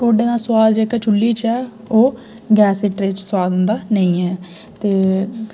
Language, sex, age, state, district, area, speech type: Dogri, female, 18-30, Jammu and Kashmir, Jammu, rural, spontaneous